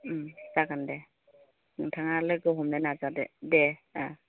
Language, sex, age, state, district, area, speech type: Bodo, female, 30-45, Assam, Baksa, rural, conversation